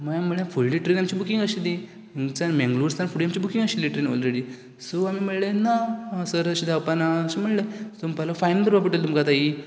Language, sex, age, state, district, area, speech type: Goan Konkani, male, 18-30, Goa, Canacona, rural, spontaneous